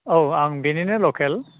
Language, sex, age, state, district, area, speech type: Bodo, male, 60+, Assam, Udalguri, urban, conversation